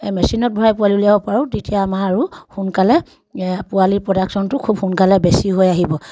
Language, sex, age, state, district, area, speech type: Assamese, female, 30-45, Assam, Sivasagar, rural, spontaneous